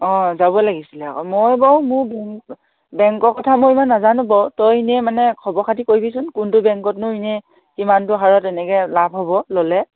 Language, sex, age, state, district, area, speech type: Assamese, male, 18-30, Assam, Dhemaji, rural, conversation